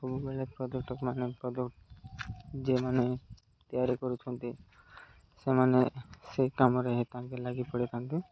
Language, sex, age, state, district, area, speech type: Odia, male, 18-30, Odisha, Koraput, urban, spontaneous